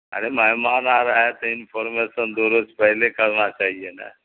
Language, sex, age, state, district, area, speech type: Urdu, male, 60+, Bihar, Supaul, rural, conversation